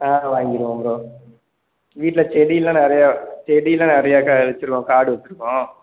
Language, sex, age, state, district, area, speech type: Tamil, male, 18-30, Tamil Nadu, Perambalur, rural, conversation